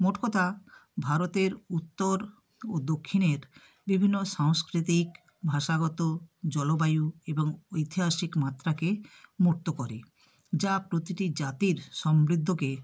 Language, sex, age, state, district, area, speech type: Bengali, female, 60+, West Bengal, South 24 Parganas, rural, spontaneous